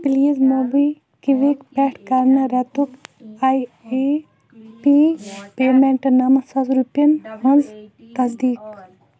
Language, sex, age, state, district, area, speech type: Kashmiri, female, 30-45, Jammu and Kashmir, Baramulla, rural, read